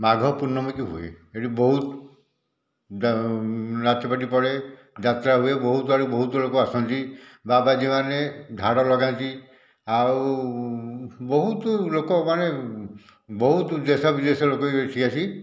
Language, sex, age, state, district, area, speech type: Odia, male, 60+, Odisha, Dhenkanal, rural, spontaneous